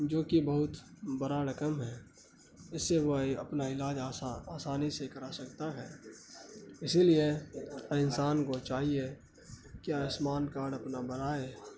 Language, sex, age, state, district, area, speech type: Urdu, male, 18-30, Bihar, Saharsa, rural, spontaneous